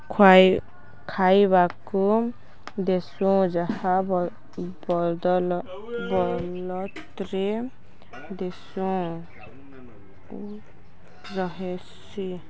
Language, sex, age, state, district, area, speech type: Odia, female, 18-30, Odisha, Balangir, urban, spontaneous